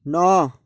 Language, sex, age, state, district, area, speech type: Hindi, male, 18-30, Madhya Pradesh, Gwalior, urban, read